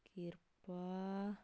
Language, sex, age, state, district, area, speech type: Punjabi, female, 18-30, Punjab, Sangrur, urban, read